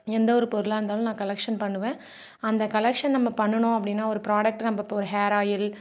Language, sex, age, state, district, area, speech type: Tamil, female, 45-60, Tamil Nadu, Mayiladuthurai, urban, spontaneous